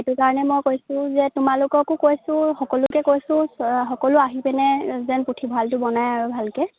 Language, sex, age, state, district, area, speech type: Assamese, female, 18-30, Assam, Lakhimpur, rural, conversation